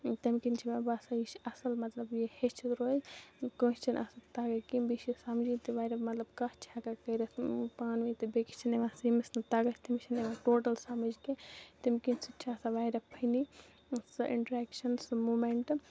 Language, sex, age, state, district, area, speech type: Kashmiri, female, 30-45, Jammu and Kashmir, Baramulla, rural, spontaneous